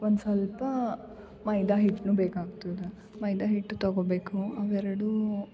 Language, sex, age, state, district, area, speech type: Kannada, female, 18-30, Karnataka, Gulbarga, urban, spontaneous